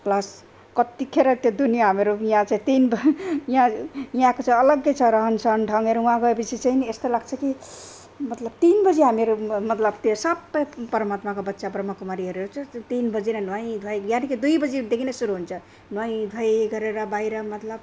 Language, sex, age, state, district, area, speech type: Nepali, female, 60+, Assam, Sonitpur, rural, spontaneous